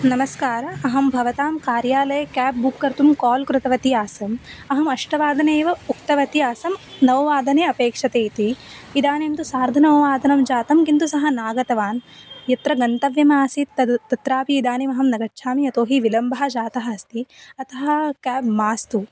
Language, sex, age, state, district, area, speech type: Sanskrit, female, 18-30, Maharashtra, Sindhudurg, rural, spontaneous